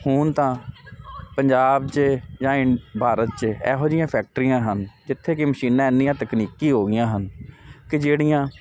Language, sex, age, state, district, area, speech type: Punjabi, male, 30-45, Punjab, Jalandhar, urban, spontaneous